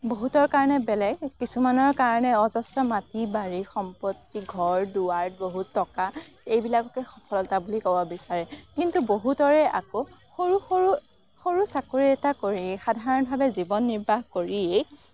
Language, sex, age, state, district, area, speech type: Assamese, female, 18-30, Assam, Morigaon, rural, spontaneous